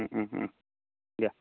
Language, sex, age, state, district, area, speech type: Assamese, male, 60+, Assam, Nagaon, rural, conversation